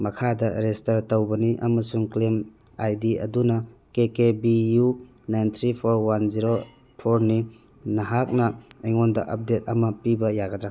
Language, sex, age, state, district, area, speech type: Manipuri, male, 30-45, Manipur, Churachandpur, rural, read